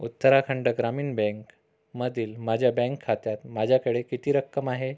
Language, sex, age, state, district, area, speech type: Marathi, male, 45-60, Maharashtra, Amravati, urban, read